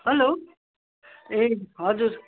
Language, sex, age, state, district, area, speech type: Nepali, female, 60+, West Bengal, Kalimpong, rural, conversation